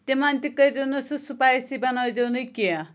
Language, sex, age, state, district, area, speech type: Kashmiri, female, 18-30, Jammu and Kashmir, Pulwama, rural, spontaneous